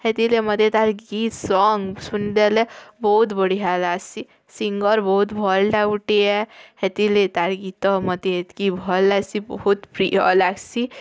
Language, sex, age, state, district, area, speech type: Odia, female, 18-30, Odisha, Bargarh, urban, spontaneous